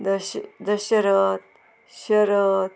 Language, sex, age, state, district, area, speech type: Goan Konkani, female, 30-45, Goa, Murmgao, rural, spontaneous